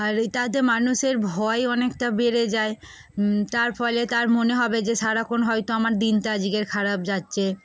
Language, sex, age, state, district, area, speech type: Bengali, female, 18-30, West Bengal, Darjeeling, urban, spontaneous